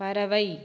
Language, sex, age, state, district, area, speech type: Tamil, female, 30-45, Tamil Nadu, Viluppuram, urban, read